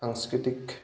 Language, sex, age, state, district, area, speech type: Assamese, male, 30-45, Assam, Majuli, urban, spontaneous